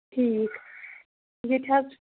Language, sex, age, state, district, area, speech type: Kashmiri, female, 45-60, Jammu and Kashmir, Shopian, rural, conversation